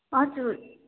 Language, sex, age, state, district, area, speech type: Nepali, female, 18-30, West Bengal, Darjeeling, rural, conversation